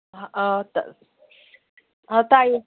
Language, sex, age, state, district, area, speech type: Manipuri, female, 45-60, Manipur, Kangpokpi, urban, conversation